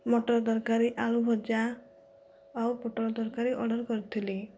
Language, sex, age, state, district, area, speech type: Odia, female, 45-60, Odisha, Kandhamal, rural, spontaneous